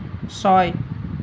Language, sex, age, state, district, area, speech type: Assamese, male, 18-30, Assam, Nalbari, rural, read